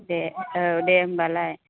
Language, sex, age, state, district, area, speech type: Bodo, female, 18-30, Assam, Chirang, urban, conversation